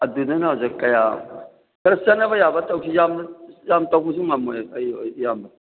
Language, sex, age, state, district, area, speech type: Manipuri, male, 60+, Manipur, Thoubal, rural, conversation